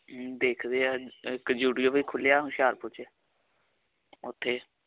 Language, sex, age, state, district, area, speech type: Punjabi, male, 18-30, Punjab, Hoshiarpur, urban, conversation